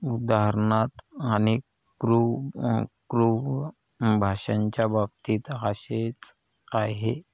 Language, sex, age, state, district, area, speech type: Marathi, male, 30-45, Maharashtra, Hingoli, urban, read